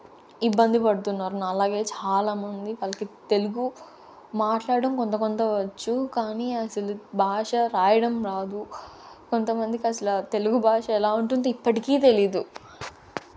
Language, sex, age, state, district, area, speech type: Telugu, female, 30-45, Andhra Pradesh, Chittoor, rural, spontaneous